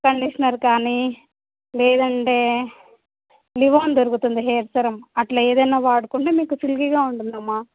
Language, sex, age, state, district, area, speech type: Telugu, female, 30-45, Andhra Pradesh, Annamaya, urban, conversation